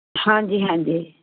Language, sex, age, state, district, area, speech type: Punjabi, female, 60+, Punjab, Muktsar, urban, conversation